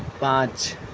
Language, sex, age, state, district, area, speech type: Urdu, male, 18-30, Uttar Pradesh, Gautam Buddha Nagar, rural, read